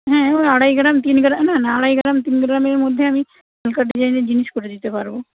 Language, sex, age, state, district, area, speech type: Bengali, female, 60+, West Bengal, Purba Medinipur, rural, conversation